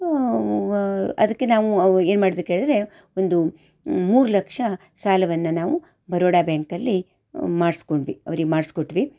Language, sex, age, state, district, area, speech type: Kannada, female, 45-60, Karnataka, Shimoga, rural, spontaneous